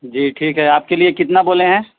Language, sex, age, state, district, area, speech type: Urdu, male, 30-45, Bihar, East Champaran, urban, conversation